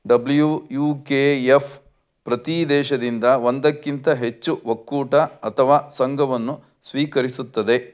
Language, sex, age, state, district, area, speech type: Kannada, male, 60+, Karnataka, Chitradurga, rural, read